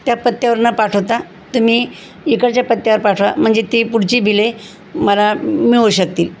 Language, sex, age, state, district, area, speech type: Marathi, female, 60+, Maharashtra, Osmanabad, rural, spontaneous